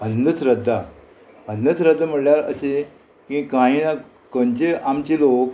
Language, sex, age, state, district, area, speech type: Goan Konkani, male, 60+, Goa, Murmgao, rural, spontaneous